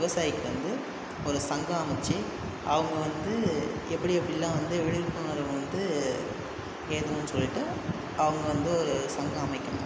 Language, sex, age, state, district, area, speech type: Tamil, male, 18-30, Tamil Nadu, Viluppuram, urban, spontaneous